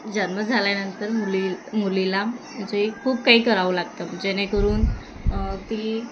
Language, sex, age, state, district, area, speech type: Marathi, female, 18-30, Maharashtra, Thane, urban, spontaneous